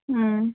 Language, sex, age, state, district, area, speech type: Manipuri, female, 45-60, Manipur, Churachandpur, urban, conversation